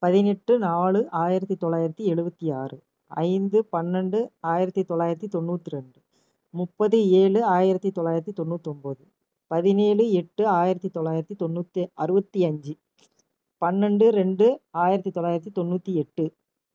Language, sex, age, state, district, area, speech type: Tamil, female, 45-60, Tamil Nadu, Namakkal, rural, spontaneous